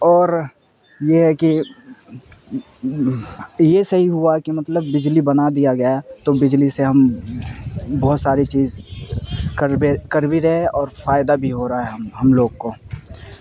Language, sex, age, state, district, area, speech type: Urdu, male, 18-30, Bihar, Supaul, rural, spontaneous